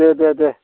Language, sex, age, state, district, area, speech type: Bodo, male, 45-60, Assam, Chirang, rural, conversation